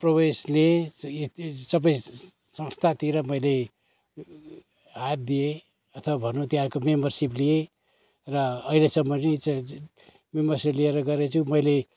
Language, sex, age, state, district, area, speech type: Nepali, male, 60+, West Bengal, Kalimpong, rural, spontaneous